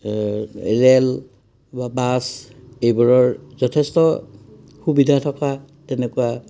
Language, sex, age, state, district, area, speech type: Assamese, male, 60+, Assam, Udalguri, rural, spontaneous